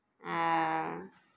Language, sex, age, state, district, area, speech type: Maithili, female, 30-45, Bihar, Begusarai, rural, spontaneous